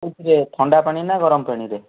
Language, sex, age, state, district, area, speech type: Odia, male, 18-30, Odisha, Kendrapara, urban, conversation